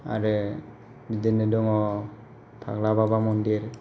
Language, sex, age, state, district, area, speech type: Bodo, male, 45-60, Assam, Kokrajhar, rural, spontaneous